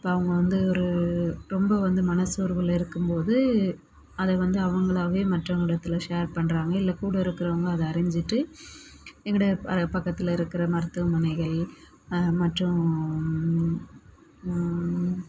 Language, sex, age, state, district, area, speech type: Tamil, male, 18-30, Tamil Nadu, Dharmapuri, rural, spontaneous